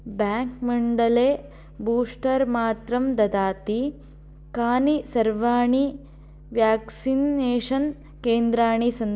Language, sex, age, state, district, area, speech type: Sanskrit, female, 18-30, Karnataka, Haveri, rural, read